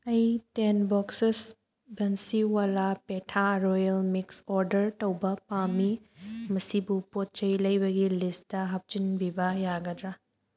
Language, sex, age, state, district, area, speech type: Manipuri, female, 18-30, Manipur, Thoubal, rural, read